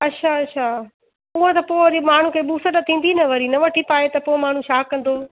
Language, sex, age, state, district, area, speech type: Sindhi, female, 30-45, Gujarat, Surat, urban, conversation